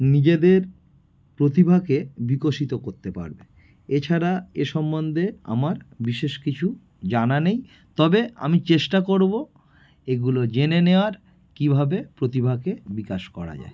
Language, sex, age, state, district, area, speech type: Bengali, male, 30-45, West Bengal, North 24 Parganas, urban, spontaneous